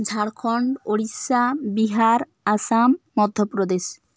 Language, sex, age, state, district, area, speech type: Santali, female, 18-30, West Bengal, Bankura, rural, spontaneous